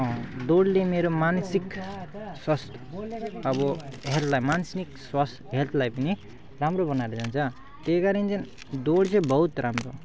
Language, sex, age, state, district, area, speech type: Nepali, male, 18-30, West Bengal, Alipurduar, urban, spontaneous